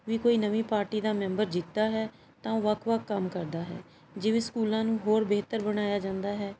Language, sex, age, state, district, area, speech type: Punjabi, male, 45-60, Punjab, Pathankot, rural, spontaneous